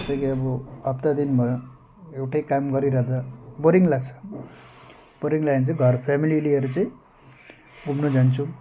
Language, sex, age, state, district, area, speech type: Nepali, male, 30-45, West Bengal, Jalpaiguri, urban, spontaneous